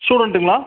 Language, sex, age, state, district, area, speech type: Tamil, male, 18-30, Tamil Nadu, Sivaganga, rural, conversation